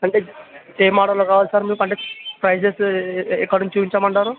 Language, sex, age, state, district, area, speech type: Telugu, male, 18-30, Telangana, Vikarabad, urban, conversation